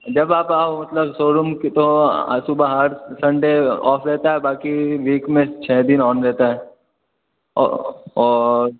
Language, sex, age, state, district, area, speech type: Hindi, male, 18-30, Rajasthan, Jodhpur, urban, conversation